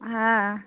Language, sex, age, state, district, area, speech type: Bengali, female, 45-60, West Bengal, South 24 Parganas, rural, conversation